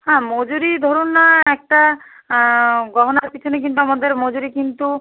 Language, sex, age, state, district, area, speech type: Bengali, female, 45-60, West Bengal, Bankura, urban, conversation